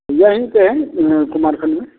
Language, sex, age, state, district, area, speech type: Hindi, male, 60+, Bihar, Madhepura, urban, conversation